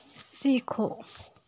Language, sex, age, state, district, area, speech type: Dogri, female, 30-45, Jammu and Kashmir, Samba, urban, read